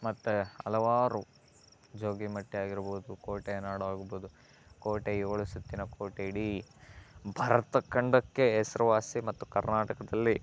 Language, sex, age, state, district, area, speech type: Kannada, male, 18-30, Karnataka, Chitradurga, rural, spontaneous